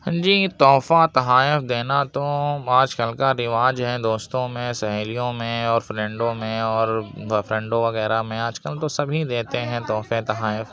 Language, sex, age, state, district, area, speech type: Urdu, male, 60+, Uttar Pradesh, Lucknow, urban, spontaneous